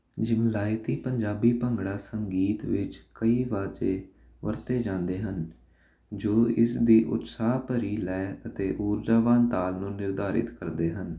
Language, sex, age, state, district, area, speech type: Punjabi, male, 18-30, Punjab, Jalandhar, urban, spontaneous